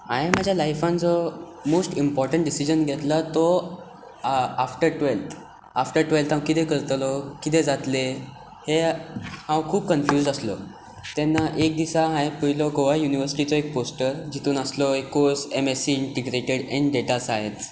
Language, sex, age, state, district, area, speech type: Goan Konkani, male, 18-30, Goa, Tiswadi, rural, spontaneous